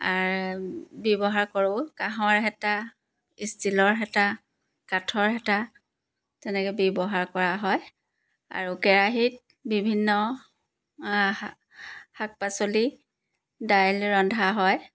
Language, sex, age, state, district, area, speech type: Assamese, female, 45-60, Assam, Dibrugarh, rural, spontaneous